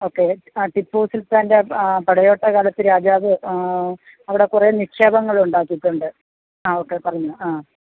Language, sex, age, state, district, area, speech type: Malayalam, female, 45-60, Kerala, Kollam, rural, conversation